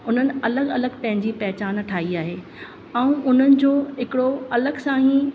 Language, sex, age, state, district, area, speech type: Sindhi, female, 30-45, Maharashtra, Thane, urban, spontaneous